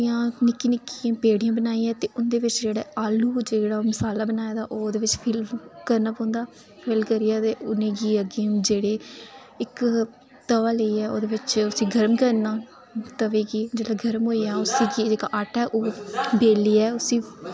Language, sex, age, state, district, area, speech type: Dogri, female, 18-30, Jammu and Kashmir, Reasi, rural, spontaneous